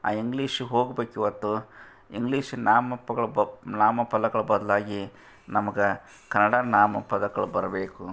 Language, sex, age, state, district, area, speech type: Kannada, male, 45-60, Karnataka, Gadag, rural, spontaneous